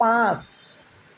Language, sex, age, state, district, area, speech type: Assamese, female, 60+, Assam, Tinsukia, urban, read